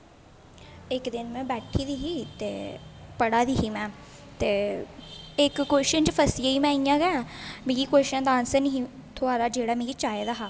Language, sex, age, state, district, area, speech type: Dogri, female, 18-30, Jammu and Kashmir, Jammu, rural, spontaneous